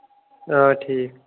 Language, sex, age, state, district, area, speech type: Kashmiri, male, 30-45, Jammu and Kashmir, Baramulla, rural, conversation